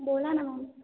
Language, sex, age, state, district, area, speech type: Marathi, female, 18-30, Maharashtra, Ahmednagar, rural, conversation